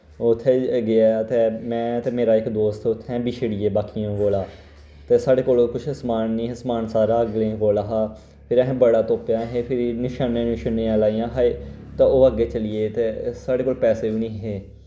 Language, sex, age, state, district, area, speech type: Dogri, male, 18-30, Jammu and Kashmir, Kathua, rural, spontaneous